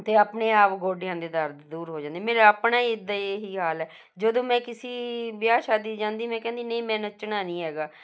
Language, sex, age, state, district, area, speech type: Punjabi, female, 45-60, Punjab, Jalandhar, urban, spontaneous